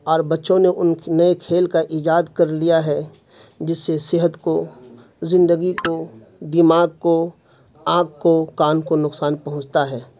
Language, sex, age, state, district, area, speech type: Urdu, male, 45-60, Bihar, Khagaria, urban, spontaneous